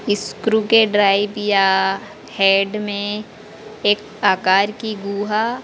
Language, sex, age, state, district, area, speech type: Hindi, female, 18-30, Madhya Pradesh, Harda, urban, spontaneous